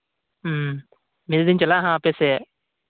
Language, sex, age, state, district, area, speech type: Santali, male, 18-30, West Bengal, Birbhum, rural, conversation